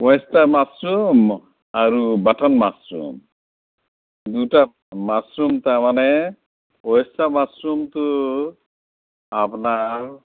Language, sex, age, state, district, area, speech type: Assamese, male, 60+, Assam, Kamrup Metropolitan, urban, conversation